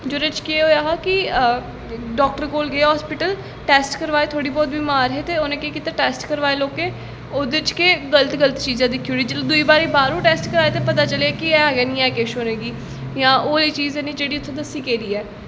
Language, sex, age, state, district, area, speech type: Dogri, female, 18-30, Jammu and Kashmir, Jammu, rural, spontaneous